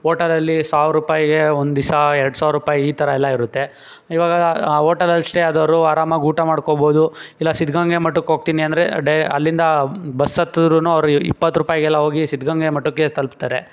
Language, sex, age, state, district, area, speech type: Kannada, male, 30-45, Karnataka, Tumkur, rural, spontaneous